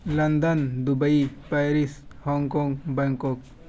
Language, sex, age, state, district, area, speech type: Urdu, male, 18-30, Uttar Pradesh, Siddharthnagar, rural, spontaneous